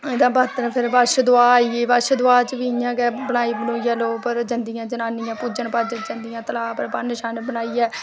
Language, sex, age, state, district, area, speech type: Dogri, female, 30-45, Jammu and Kashmir, Samba, rural, spontaneous